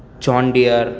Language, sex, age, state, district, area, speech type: Gujarati, male, 30-45, Gujarat, Surat, rural, spontaneous